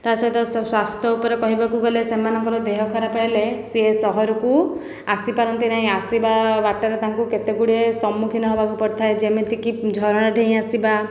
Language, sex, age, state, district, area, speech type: Odia, female, 18-30, Odisha, Khordha, rural, spontaneous